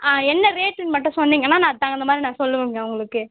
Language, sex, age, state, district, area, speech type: Tamil, female, 18-30, Tamil Nadu, Ranipet, rural, conversation